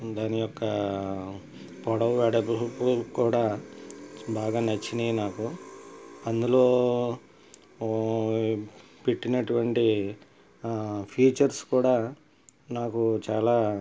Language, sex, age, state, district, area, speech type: Telugu, male, 60+, Andhra Pradesh, West Godavari, rural, spontaneous